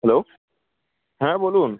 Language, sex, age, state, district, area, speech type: Bengali, female, 45-60, West Bengal, Birbhum, urban, conversation